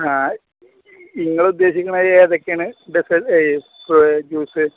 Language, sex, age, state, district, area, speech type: Malayalam, male, 18-30, Kerala, Malappuram, urban, conversation